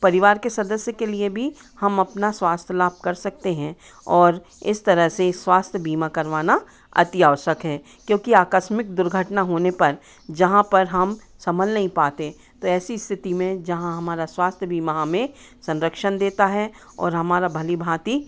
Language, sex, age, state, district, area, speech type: Hindi, female, 60+, Madhya Pradesh, Hoshangabad, urban, spontaneous